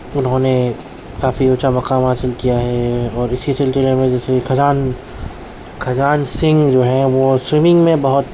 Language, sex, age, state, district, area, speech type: Urdu, male, 18-30, Delhi, Central Delhi, urban, spontaneous